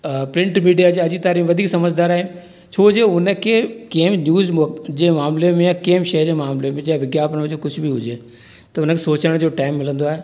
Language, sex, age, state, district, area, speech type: Sindhi, male, 60+, Rajasthan, Ajmer, urban, spontaneous